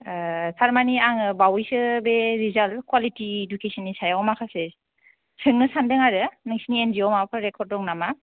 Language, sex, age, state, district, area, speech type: Bodo, female, 30-45, Assam, Kokrajhar, rural, conversation